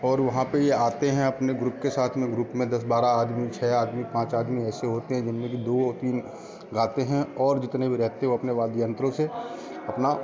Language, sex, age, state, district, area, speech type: Hindi, male, 30-45, Bihar, Darbhanga, rural, spontaneous